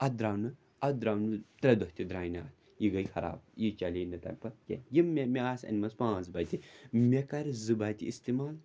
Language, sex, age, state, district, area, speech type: Kashmiri, male, 30-45, Jammu and Kashmir, Srinagar, urban, spontaneous